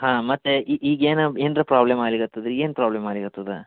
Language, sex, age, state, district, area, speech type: Kannada, male, 30-45, Karnataka, Dharwad, urban, conversation